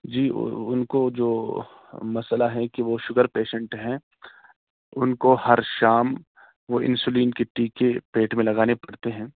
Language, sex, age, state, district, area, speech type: Urdu, male, 18-30, Jammu and Kashmir, Srinagar, rural, conversation